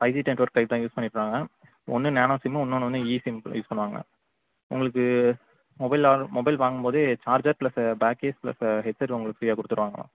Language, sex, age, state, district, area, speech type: Tamil, male, 18-30, Tamil Nadu, Mayiladuthurai, rural, conversation